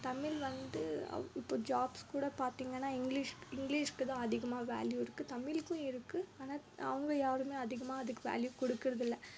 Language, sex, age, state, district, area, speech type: Tamil, female, 18-30, Tamil Nadu, Krishnagiri, rural, spontaneous